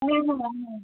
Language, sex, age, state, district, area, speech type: Bengali, female, 30-45, West Bengal, Howrah, urban, conversation